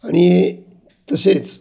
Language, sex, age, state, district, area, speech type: Marathi, male, 60+, Maharashtra, Ahmednagar, urban, spontaneous